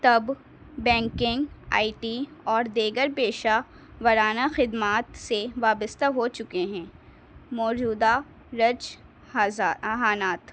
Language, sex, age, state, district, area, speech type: Urdu, female, 18-30, Delhi, North East Delhi, urban, spontaneous